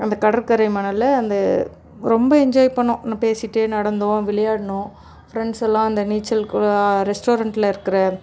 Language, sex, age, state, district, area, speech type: Tamil, female, 30-45, Tamil Nadu, Dharmapuri, rural, spontaneous